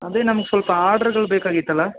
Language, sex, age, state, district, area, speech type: Kannada, male, 18-30, Karnataka, Chamarajanagar, urban, conversation